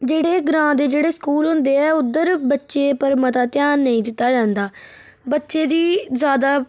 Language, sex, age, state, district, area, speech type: Dogri, female, 30-45, Jammu and Kashmir, Reasi, rural, spontaneous